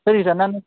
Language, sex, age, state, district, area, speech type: Kannada, male, 18-30, Karnataka, Shimoga, rural, conversation